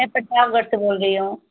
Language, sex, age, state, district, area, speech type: Hindi, female, 18-30, Uttar Pradesh, Pratapgarh, rural, conversation